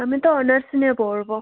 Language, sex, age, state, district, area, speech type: Bengali, female, 18-30, West Bengal, Malda, rural, conversation